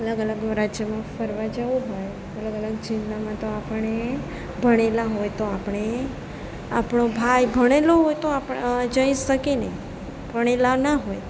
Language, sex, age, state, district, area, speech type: Gujarati, female, 30-45, Gujarat, Narmada, rural, spontaneous